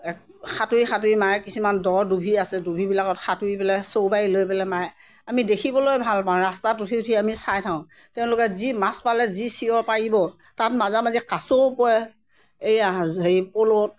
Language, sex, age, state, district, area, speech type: Assamese, female, 60+, Assam, Morigaon, rural, spontaneous